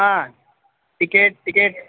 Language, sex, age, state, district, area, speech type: Sanskrit, male, 45-60, Karnataka, Vijayapura, urban, conversation